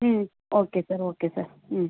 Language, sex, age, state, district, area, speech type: Tamil, female, 30-45, Tamil Nadu, Pudukkottai, urban, conversation